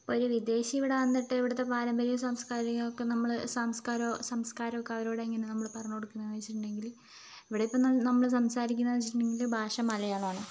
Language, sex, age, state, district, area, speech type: Malayalam, female, 45-60, Kerala, Wayanad, rural, spontaneous